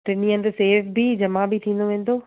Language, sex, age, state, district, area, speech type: Sindhi, female, 30-45, Gujarat, Surat, urban, conversation